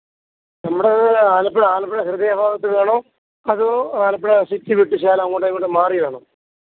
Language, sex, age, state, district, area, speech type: Malayalam, male, 45-60, Kerala, Alappuzha, rural, conversation